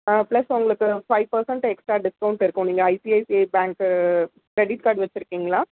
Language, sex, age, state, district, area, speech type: Tamil, female, 30-45, Tamil Nadu, Chennai, urban, conversation